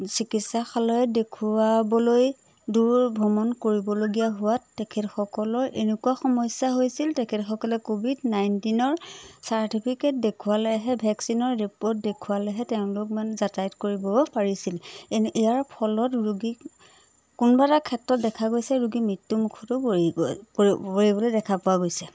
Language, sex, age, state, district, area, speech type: Assamese, female, 30-45, Assam, Majuli, urban, spontaneous